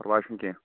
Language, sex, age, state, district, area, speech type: Kashmiri, female, 18-30, Jammu and Kashmir, Kulgam, rural, conversation